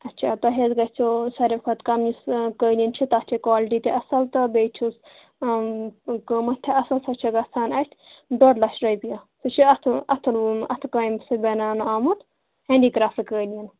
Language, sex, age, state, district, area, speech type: Kashmiri, female, 18-30, Jammu and Kashmir, Bandipora, rural, conversation